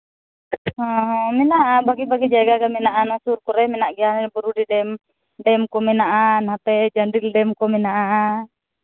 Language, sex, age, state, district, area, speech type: Santali, female, 30-45, Jharkhand, East Singhbhum, rural, conversation